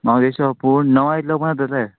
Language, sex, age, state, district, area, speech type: Goan Konkani, male, 30-45, Goa, Quepem, rural, conversation